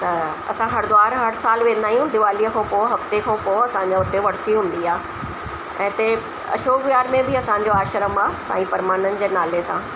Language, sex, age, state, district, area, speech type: Sindhi, female, 45-60, Delhi, South Delhi, urban, spontaneous